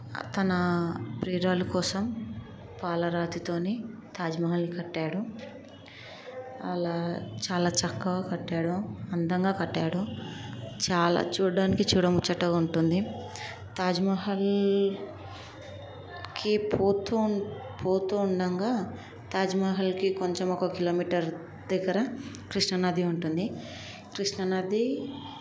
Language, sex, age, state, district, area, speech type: Telugu, female, 18-30, Telangana, Hyderabad, urban, spontaneous